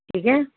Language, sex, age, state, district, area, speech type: Urdu, female, 60+, Delhi, Central Delhi, urban, conversation